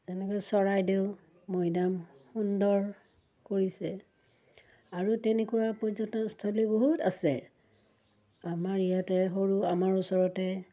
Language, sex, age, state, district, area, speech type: Assamese, female, 60+, Assam, Udalguri, rural, spontaneous